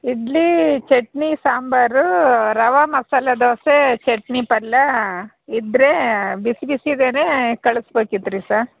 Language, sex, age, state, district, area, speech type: Kannada, female, 45-60, Karnataka, Chitradurga, rural, conversation